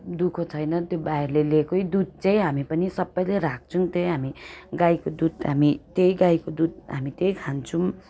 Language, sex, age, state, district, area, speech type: Nepali, female, 45-60, West Bengal, Darjeeling, rural, spontaneous